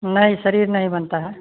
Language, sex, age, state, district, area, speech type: Maithili, male, 18-30, Bihar, Muzaffarpur, rural, conversation